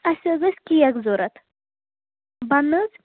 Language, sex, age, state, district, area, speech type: Kashmiri, female, 18-30, Jammu and Kashmir, Srinagar, urban, conversation